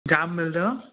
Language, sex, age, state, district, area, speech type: Sindhi, male, 18-30, Gujarat, Surat, urban, conversation